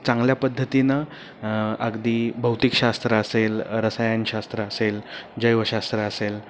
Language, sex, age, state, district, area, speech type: Marathi, male, 30-45, Maharashtra, Pune, urban, spontaneous